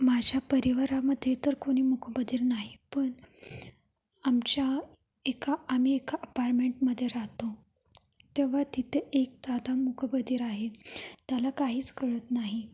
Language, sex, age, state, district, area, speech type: Marathi, female, 18-30, Maharashtra, Sangli, urban, spontaneous